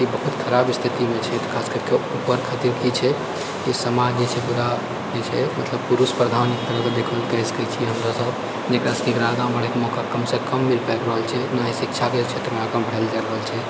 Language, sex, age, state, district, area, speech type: Maithili, male, 45-60, Bihar, Purnia, rural, spontaneous